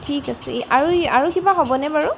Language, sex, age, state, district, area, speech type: Assamese, female, 18-30, Assam, Golaghat, urban, spontaneous